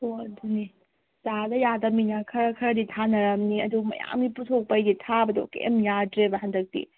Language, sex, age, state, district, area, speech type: Manipuri, female, 18-30, Manipur, Kakching, rural, conversation